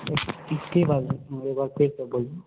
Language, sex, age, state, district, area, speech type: Maithili, male, 30-45, Bihar, Purnia, urban, conversation